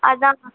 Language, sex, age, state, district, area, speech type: Tamil, female, 18-30, Tamil Nadu, Chennai, urban, conversation